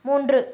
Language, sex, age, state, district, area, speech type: Tamil, female, 18-30, Tamil Nadu, Namakkal, rural, read